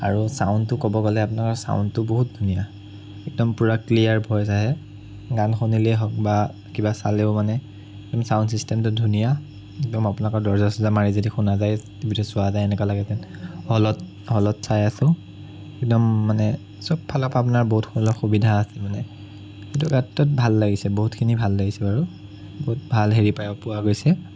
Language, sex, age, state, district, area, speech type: Assamese, male, 30-45, Assam, Sonitpur, rural, spontaneous